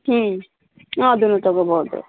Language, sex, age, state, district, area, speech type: Kannada, female, 30-45, Karnataka, Bellary, rural, conversation